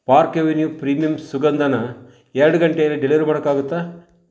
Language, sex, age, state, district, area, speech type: Kannada, male, 60+, Karnataka, Bangalore Rural, rural, read